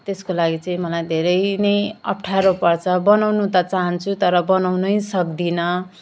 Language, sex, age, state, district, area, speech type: Nepali, female, 30-45, West Bengal, Jalpaiguri, rural, spontaneous